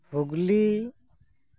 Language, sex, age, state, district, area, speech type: Santali, male, 60+, West Bengal, Purulia, rural, spontaneous